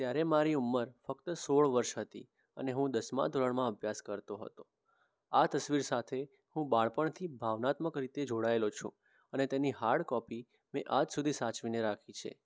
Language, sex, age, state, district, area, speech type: Gujarati, male, 18-30, Gujarat, Mehsana, rural, spontaneous